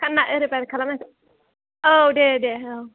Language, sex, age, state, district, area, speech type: Bodo, female, 30-45, Assam, Chirang, urban, conversation